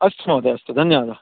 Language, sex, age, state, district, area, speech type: Sanskrit, male, 30-45, Karnataka, Bangalore Urban, urban, conversation